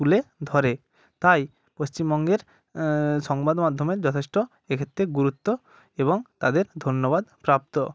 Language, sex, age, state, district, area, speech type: Bengali, male, 45-60, West Bengal, Hooghly, urban, spontaneous